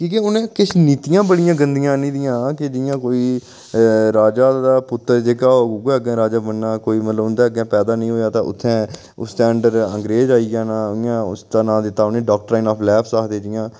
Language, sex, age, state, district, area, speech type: Dogri, male, 30-45, Jammu and Kashmir, Udhampur, rural, spontaneous